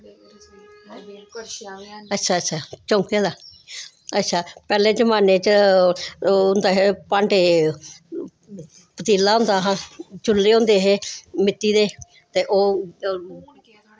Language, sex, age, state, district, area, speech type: Dogri, female, 60+, Jammu and Kashmir, Samba, urban, spontaneous